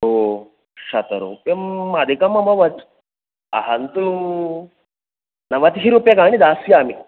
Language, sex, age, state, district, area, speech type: Sanskrit, male, 18-30, Karnataka, Dakshina Kannada, rural, conversation